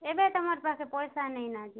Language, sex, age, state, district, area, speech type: Odia, female, 30-45, Odisha, Kalahandi, rural, conversation